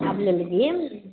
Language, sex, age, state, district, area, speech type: Hindi, female, 30-45, Uttar Pradesh, Varanasi, urban, conversation